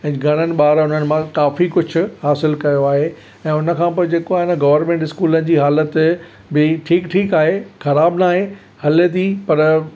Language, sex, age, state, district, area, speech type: Sindhi, male, 60+, Maharashtra, Thane, rural, spontaneous